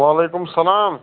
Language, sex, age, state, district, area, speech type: Kashmiri, male, 30-45, Jammu and Kashmir, Baramulla, urban, conversation